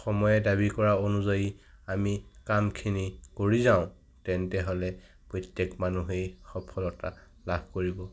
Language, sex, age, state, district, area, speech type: Assamese, male, 60+, Assam, Kamrup Metropolitan, urban, spontaneous